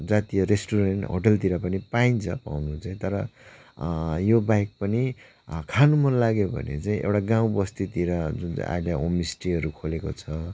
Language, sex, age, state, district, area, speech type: Nepali, male, 30-45, West Bengal, Darjeeling, rural, spontaneous